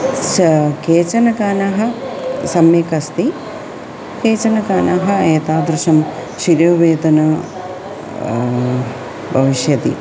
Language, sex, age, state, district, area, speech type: Sanskrit, female, 45-60, Kerala, Thiruvananthapuram, urban, spontaneous